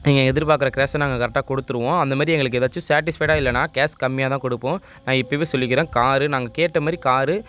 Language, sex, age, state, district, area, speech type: Tamil, male, 18-30, Tamil Nadu, Nagapattinam, rural, spontaneous